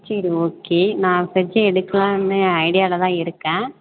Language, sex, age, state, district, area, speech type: Tamil, female, 18-30, Tamil Nadu, Namakkal, urban, conversation